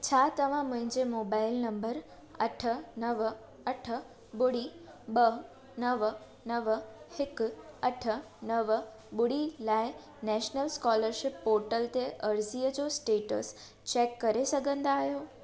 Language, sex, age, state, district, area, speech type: Sindhi, female, 18-30, Gujarat, Surat, urban, read